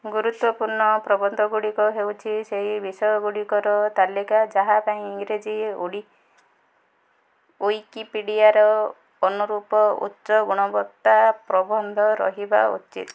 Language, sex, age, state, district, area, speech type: Odia, female, 45-60, Odisha, Ganjam, urban, read